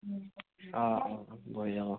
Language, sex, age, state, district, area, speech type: Assamese, female, 60+, Assam, Kamrup Metropolitan, urban, conversation